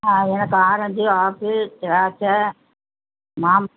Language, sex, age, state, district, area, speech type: Tamil, female, 60+, Tamil Nadu, Ariyalur, rural, conversation